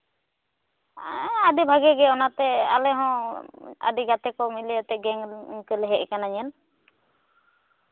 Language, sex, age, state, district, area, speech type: Santali, female, 18-30, West Bengal, Bankura, rural, conversation